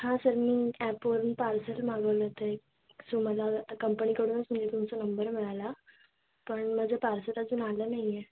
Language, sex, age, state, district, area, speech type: Marathi, female, 18-30, Maharashtra, Thane, urban, conversation